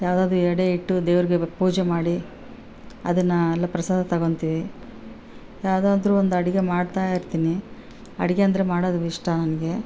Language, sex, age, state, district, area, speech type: Kannada, female, 45-60, Karnataka, Bellary, rural, spontaneous